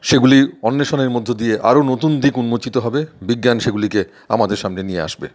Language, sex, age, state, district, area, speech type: Bengali, male, 45-60, West Bengal, Paschim Bardhaman, urban, spontaneous